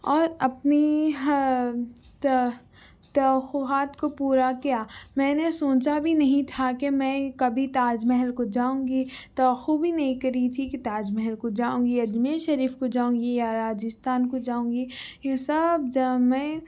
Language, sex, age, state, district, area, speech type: Urdu, female, 18-30, Telangana, Hyderabad, urban, spontaneous